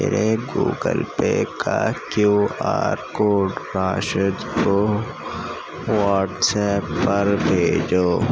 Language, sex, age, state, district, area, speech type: Urdu, male, 30-45, Uttar Pradesh, Gautam Buddha Nagar, urban, read